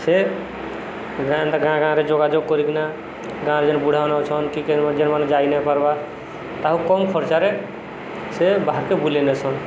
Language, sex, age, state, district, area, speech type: Odia, male, 45-60, Odisha, Subarnapur, urban, spontaneous